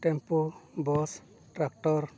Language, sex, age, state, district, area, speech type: Santali, male, 45-60, Odisha, Mayurbhanj, rural, spontaneous